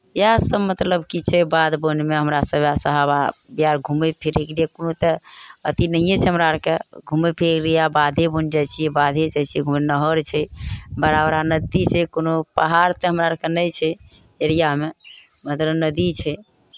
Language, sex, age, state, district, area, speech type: Maithili, female, 60+, Bihar, Araria, rural, spontaneous